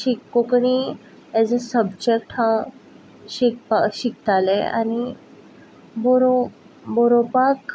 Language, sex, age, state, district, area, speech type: Goan Konkani, female, 18-30, Goa, Ponda, rural, spontaneous